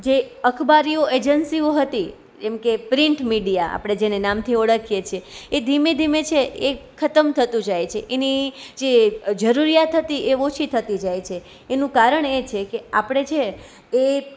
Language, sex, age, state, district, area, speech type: Gujarati, female, 30-45, Gujarat, Rajkot, urban, spontaneous